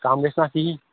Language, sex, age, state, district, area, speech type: Kashmiri, male, 18-30, Jammu and Kashmir, Kulgam, rural, conversation